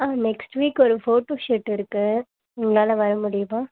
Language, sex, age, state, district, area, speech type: Tamil, female, 18-30, Tamil Nadu, Chennai, urban, conversation